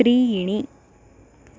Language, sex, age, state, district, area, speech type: Sanskrit, female, 30-45, Maharashtra, Nagpur, urban, read